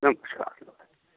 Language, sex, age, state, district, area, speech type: Maithili, male, 60+, Bihar, Saharsa, urban, conversation